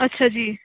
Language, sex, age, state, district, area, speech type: Punjabi, female, 18-30, Punjab, Hoshiarpur, urban, conversation